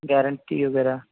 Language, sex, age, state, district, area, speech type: Urdu, male, 18-30, Delhi, East Delhi, urban, conversation